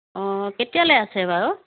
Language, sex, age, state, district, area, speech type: Assamese, female, 45-60, Assam, Dibrugarh, rural, conversation